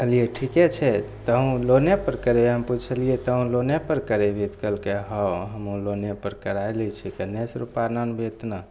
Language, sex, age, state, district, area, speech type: Maithili, male, 18-30, Bihar, Begusarai, rural, spontaneous